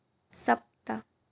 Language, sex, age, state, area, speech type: Sanskrit, female, 18-30, Assam, rural, read